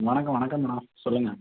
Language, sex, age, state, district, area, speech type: Tamil, male, 30-45, Tamil Nadu, Tiruvarur, rural, conversation